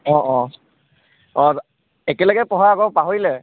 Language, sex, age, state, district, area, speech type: Assamese, male, 30-45, Assam, Nagaon, rural, conversation